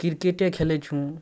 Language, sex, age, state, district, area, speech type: Maithili, male, 18-30, Bihar, Darbhanga, rural, spontaneous